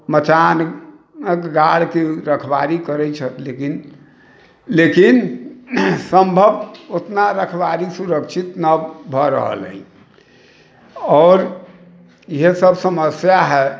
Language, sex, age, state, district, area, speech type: Maithili, male, 60+, Bihar, Sitamarhi, rural, spontaneous